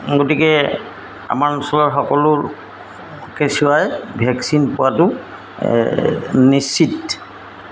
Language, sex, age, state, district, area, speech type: Assamese, male, 60+, Assam, Golaghat, rural, spontaneous